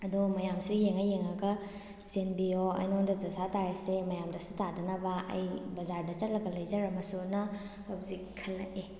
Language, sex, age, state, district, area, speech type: Manipuri, female, 18-30, Manipur, Kakching, rural, spontaneous